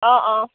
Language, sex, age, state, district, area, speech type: Assamese, female, 45-60, Assam, Sivasagar, rural, conversation